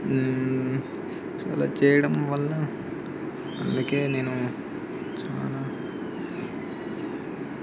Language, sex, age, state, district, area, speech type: Telugu, male, 18-30, Telangana, Khammam, rural, spontaneous